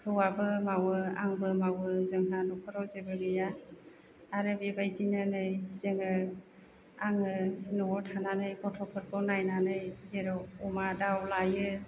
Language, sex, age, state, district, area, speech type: Bodo, female, 30-45, Assam, Chirang, urban, spontaneous